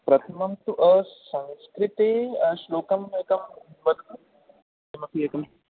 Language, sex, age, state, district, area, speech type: Sanskrit, male, 18-30, Delhi, East Delhi, urban, conversation